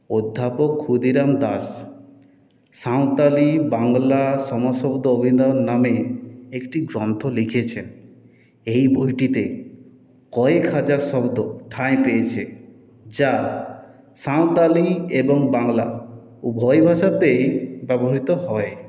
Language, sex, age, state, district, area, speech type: Bengali, male, 18-30, West Bengal, Purulia, urban, spontaneous